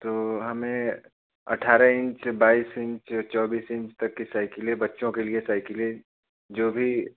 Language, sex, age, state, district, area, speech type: Hindi, male, 30-45, Uttar Pradesh, Chandauli, rural, conversation